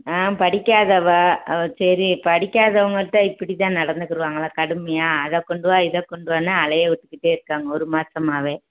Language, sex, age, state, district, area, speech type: Tamil, female, 45-60, Tamil Nadu, Madurai, rural, conversation